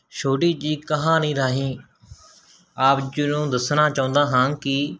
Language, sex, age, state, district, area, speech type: Punjabi, male, 18-30, Punjab, Mansa, rural, spontaneous